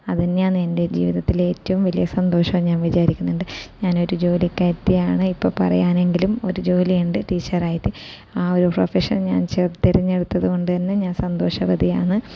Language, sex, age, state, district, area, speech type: Malayalam, female, 30-45, Kerala, Kasaragod, rural, spontaneous